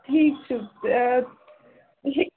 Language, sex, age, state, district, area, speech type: Kashmiri, female, 18-30, Jammu and Kashmir, Srinagar, urban, conversation